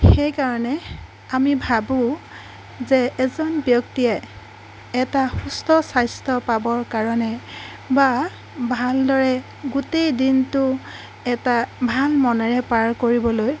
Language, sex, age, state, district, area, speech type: Assamese, female, 45-60, Assam, Golaghat, urban, spontaneous